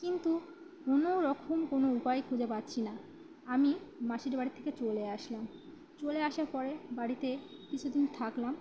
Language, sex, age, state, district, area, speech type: Bengali, female, 30-45, West Bengal, Birbhum, urban, spontaneous